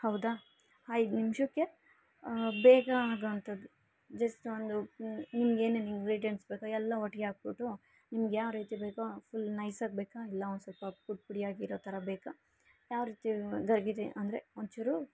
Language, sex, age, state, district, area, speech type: Kannada, female, 18-30, Karnataka, Bangalore Rural, urban, spontaneous